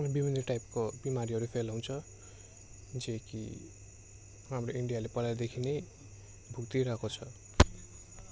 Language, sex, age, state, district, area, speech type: Nepali, male, 18-30, West Bengal, Darjeeling, rural, spontaneous